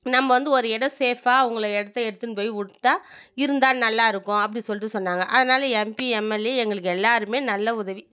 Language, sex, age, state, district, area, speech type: Tamil, female, 30-45, Tamil Nadu, Viluppuram, rural, spontaneous